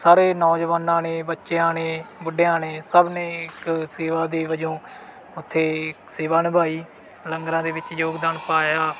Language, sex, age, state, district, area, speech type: Punjabi, male, 18-30, Punjab, Bathinda, rural, spontaneous